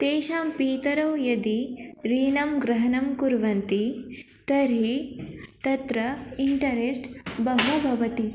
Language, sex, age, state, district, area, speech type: Sanskrit, female, 18-30, West Bengal, Jalpaiguri, urban, spontaneous